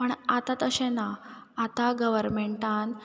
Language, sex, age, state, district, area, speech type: Goan Konkani, female, 18-30, Goa, Ponda, rural, spontaneous